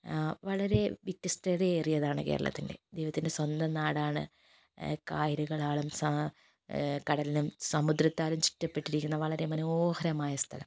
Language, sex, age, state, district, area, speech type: Malayalam, female, 60+, Kerala, Wayanad, rural, spontaneous